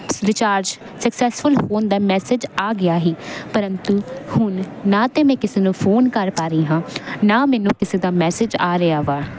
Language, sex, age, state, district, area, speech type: Punjabi, female, 18-30, Punjab, Jalandhar, urban, spontaneous